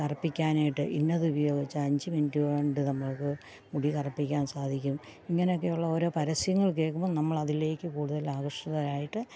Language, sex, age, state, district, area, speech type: Malayalam, female, 45-60, Kerala, Pathanamthitta, rural, spontaneous